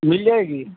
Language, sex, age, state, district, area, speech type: Hindi, male, 45-60, Uttar Pradesh, Azamgarh, rural, conversation